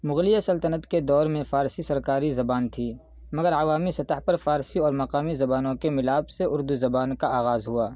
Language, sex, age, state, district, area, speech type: Urdu, male, 18-30, Uttar Pradesh, Saharanpur, urban, spontaneous